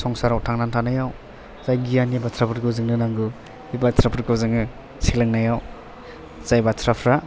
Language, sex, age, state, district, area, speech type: Bodo, male, 18-30, Assam, Chirang, urban, spontaneous